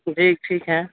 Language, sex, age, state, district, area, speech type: Urdu, male, 18-30, Bihar, Madhubani, urban, conversation